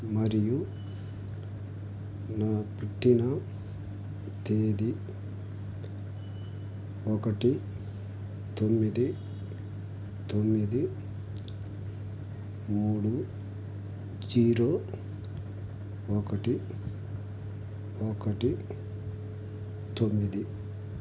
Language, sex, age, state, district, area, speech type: Telugu, male, 60+, Andhra Pradesh, Krishna, urban, read